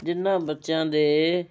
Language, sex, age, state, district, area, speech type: Punjabi, female, 60+, Punjab, Fazilka, rural, spontaneous